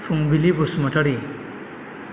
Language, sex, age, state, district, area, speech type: Bodo, male, 30-45, Assam, Chirang, rural, spontaneous